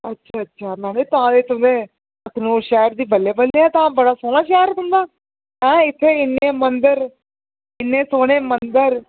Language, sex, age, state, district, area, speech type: Dogri, female, 30-45, Jammu and Kashmir, Jammu, rural, conversation